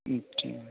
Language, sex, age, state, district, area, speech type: Hindi, male, 30-45, Uttar Pradesh, Azamgarh, rural, conversation